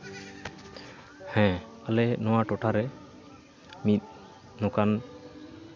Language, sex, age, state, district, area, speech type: Santali, male, 18-30, West Bengal, Uttar Dinajpur, rural, spontaneous